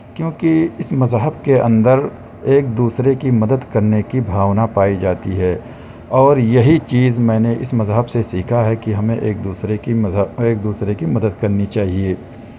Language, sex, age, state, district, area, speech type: Urdu, male, 30-45, Uttar Pradesh, Balrampur, rural, spontaneous